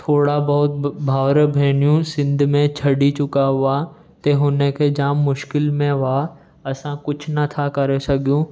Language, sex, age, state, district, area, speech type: Sindhi, male, 18-30, Maharashtra, Mumbai Suburban, urban, spontaneous